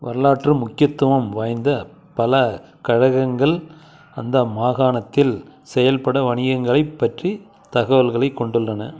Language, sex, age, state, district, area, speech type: Tamil, male, 60+, Tamil Nadu, Krishnagiri, rural, read